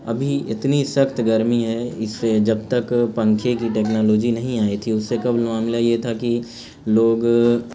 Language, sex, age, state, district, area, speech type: Urdu, male, 30-45, Uttar Pradesh, Azamgarh, rural, spontaneous